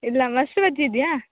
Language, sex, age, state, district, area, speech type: Kannada, female, 18-30, Karnataka, Kodagu, rural, conversation